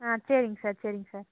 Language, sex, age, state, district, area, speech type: Tamil, female, 18-30, Tamil Nadu, Coimbatore, rural, conversation